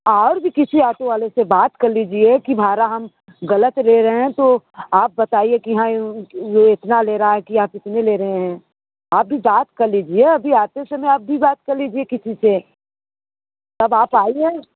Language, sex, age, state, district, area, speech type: Hindi, female, 30-45, Uttar Pradesh, Mirzapur, rural, conversation